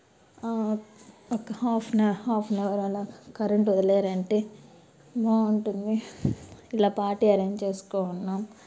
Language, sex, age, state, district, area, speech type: Telugu, female, 30-45, Andhra Pradesh, Nellore, urban, spontaneous